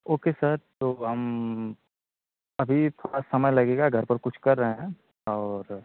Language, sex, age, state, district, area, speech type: Hindi, male, 18-30, Uttar Pradesh, Azamgarh, rural, conversation